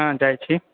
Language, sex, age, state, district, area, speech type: Maithili, male, 18-30, Bihar, Purnia, rural, conversation